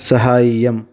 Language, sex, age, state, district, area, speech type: Sanskrit, male, 30-45, Karnataka, Uttara Kannada, urban, read